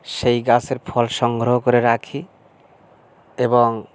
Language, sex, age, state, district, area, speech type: Bengali, male, 60+, West Bengal, Bankura, urban, spontaneous